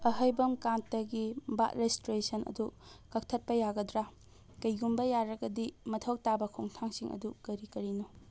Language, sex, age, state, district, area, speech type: Manipuri, female, 30-45, Manipur, Chandel, rural, read